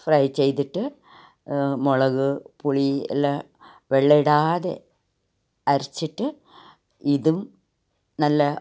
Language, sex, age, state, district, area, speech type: Malayalam, female, 60+, Kerala, Kasaragod, rural, spontaneous